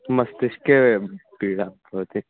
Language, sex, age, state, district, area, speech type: Sanskrit, male, 18-30, Bihar, Samastipur, rural, conversation